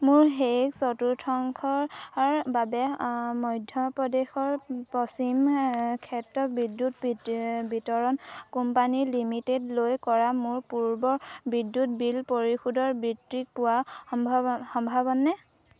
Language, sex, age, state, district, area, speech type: Assamese, female, 18-30, Assam, Sivasagar, rural, read